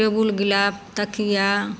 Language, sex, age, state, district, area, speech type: Maithili, female, 45-60, Bihar, Madhepura, rural, spontaneous